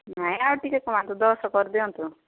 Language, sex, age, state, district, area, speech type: Odia, female, 60+, Odisha, Kandhamal, rural, conversation